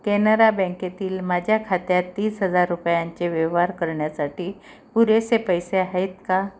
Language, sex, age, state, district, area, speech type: Marathi, female, 45-60, Maharashtra, Amravati, urban, read